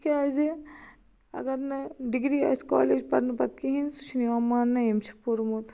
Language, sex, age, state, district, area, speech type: Kashmiri, female, 45-60, Jammu and Kashmir, Baramulla, rural, spontaneous